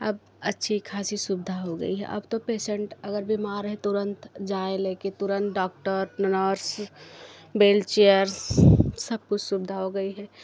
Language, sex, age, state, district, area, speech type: Hindi, female, 30-45, Uttar Pradesh, Jaunpur, rural, spontaneous